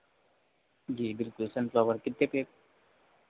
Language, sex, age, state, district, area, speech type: Hindi, male, 30-45, Madhya Pradesh, Harda, urban, conversation